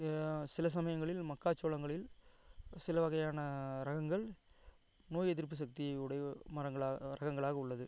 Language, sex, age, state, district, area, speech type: Tamil, male, 45-60, Tamil Nadu, Ariyalur, rural, spontaneous